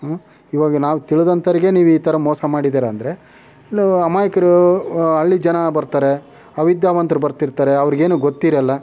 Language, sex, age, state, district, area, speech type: Kannada, male, 18-30, Karnataka, Chitradurga, rural, spontaneous